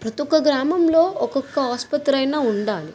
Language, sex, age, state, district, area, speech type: Telugu, female, 18-30, Telangana, Medchal, urban, spontaneous